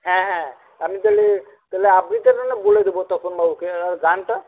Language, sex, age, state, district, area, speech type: Bengali, male, 30-45, West Bengal, Jhargram, rural, conversation